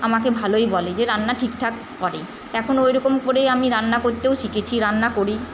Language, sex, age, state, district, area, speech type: Bengali, female, 30-45, West Bengal, Paschim Bardhaman, urban, spontaneous